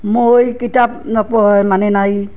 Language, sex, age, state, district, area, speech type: Assamese, female, 30-45, Assam, Barpeta, rural, spontaneous